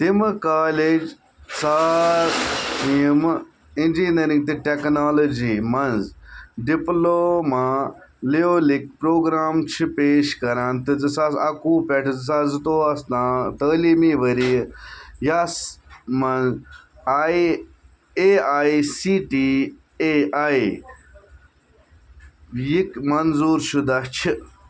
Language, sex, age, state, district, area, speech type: Kashmiri, male, 30-45, Jammu and Kashmir, Bandipora, rural, read